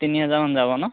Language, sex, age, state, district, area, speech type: Assamese, male, 18-30, Assam, Majuli, urban, conversation